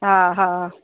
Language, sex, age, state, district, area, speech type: Sindhi, female, 45-60, Uttar Pradesh, Lucknow, urban, conversation